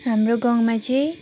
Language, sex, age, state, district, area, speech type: Nepali, female, 18-30, West Bengal, Kalimpong, rural, spontaneous